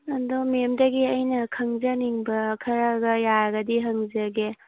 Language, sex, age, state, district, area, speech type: Manipuri, female, 30-45, Manipur, Churachandpur, urban, conversation